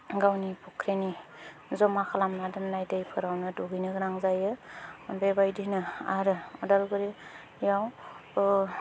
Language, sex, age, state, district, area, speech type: Bodo, female, 30-45, Assam, Udalguri, rural, spontaneous